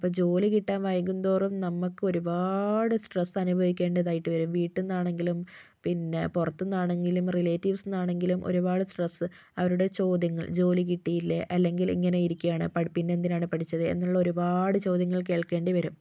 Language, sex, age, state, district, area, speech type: Malayalam, female, 18-30, Kerala, Kozhikode, urban, spontaneous